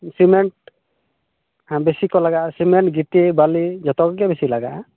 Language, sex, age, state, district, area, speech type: Santali, male, 30-45, West Bengal, Bankura, rural, conversation